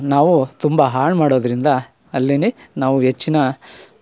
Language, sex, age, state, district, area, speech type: Kannada, male, 45-60, Karnataka, Chikkamagaluru, rural, spontaneous